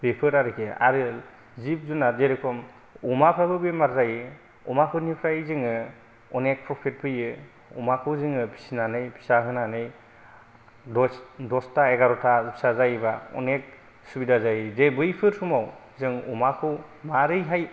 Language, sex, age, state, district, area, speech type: Bodo, male, 30-45, Assam, Kokrajhar, rural, spontaneous